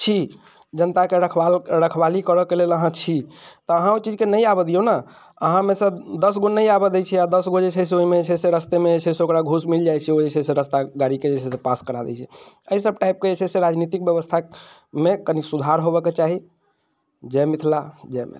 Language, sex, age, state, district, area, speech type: Maithili, male, 45-60, Bihar, Muzaffarpur, urban, spontaneous